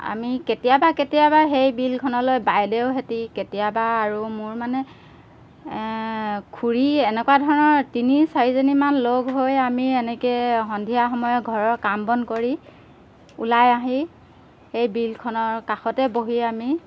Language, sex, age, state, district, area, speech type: Assamese, female, 30-45, Assam, Golaghat, urban, spontaneous